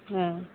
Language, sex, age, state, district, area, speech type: Maithili, female, 30-45, Bihar, Begusarai, rural, conversation